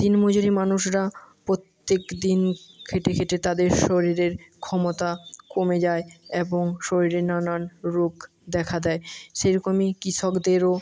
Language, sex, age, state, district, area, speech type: Bengali, male, 18-30, West Bengal, Jhargram, rural, spontaneous